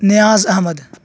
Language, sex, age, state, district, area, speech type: Urdu, male, 18-30, Uttar Pradesh, Saharanpur, urban, spontaneous